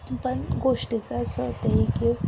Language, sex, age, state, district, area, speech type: Marathi, female, 18-30, Maharashtra, Kolhapur, rural, spontaneous